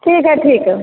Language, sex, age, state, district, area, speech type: Hindi, female, 45-60, Uttar Pradesh, Ayodhya, rural, conversation